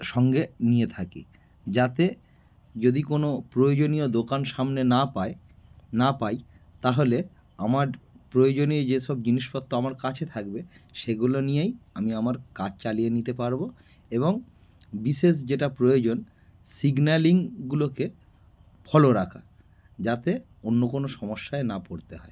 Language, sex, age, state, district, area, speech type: Bengali, male, 30-45, West Bengal, North 24 Parganas, urban, spontaneous